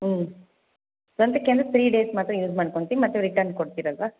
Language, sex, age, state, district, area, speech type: Kannada, female, 30-45, Karnataka, Bangalore Rural, rural, conversation